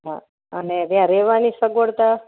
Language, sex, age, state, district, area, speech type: Gujarati, female, 45-60, Gujarat, Junagadh, rural, conversation